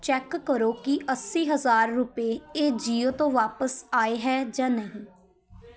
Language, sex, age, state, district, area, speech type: Punjabi, female, 18-30, Punjab, Patiala, urban, read